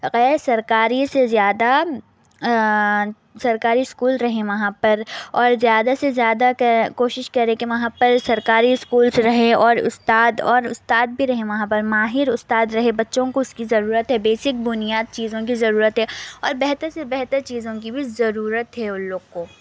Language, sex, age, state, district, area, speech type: Urdu, female, 18-30, Telangana, Hyderabad, urban, spontaneous